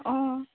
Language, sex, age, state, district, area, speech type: Assamese, female, 18-30, Assam, Tinsukia, urban, conversation